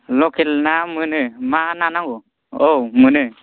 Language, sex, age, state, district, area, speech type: Bodo, male, 18-30, Assam, Kokrajhar, rural, conversation